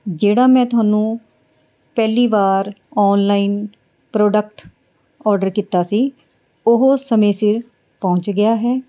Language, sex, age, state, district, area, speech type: Punjabi, female, 45-60, Punjab, Mohali, urban, spontaneous